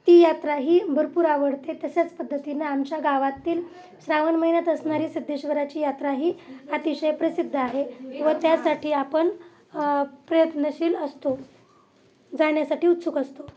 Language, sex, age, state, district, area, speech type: Marathi, female, 30-45, Maharashtra, Osmanabad, rural, spontaneous